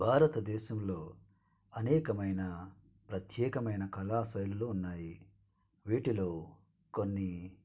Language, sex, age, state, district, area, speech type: Telugu, male, 45-60, Andhra Pradesh, Konaseema, rural, spontaneous